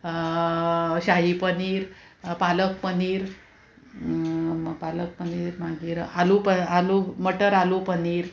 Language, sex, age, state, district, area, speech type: Goan Konkani, female, 45-60, Goa, Murmgao, urban, spontaneous